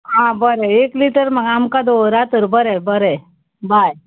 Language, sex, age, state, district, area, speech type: Goan Konkani, female, 45-60, Goa, Ponda, rural, conversation